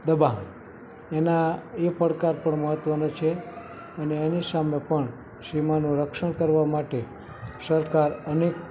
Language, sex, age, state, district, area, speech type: Gujarati, male, 18-30, Gujarat, Morbi, urban, spontaneous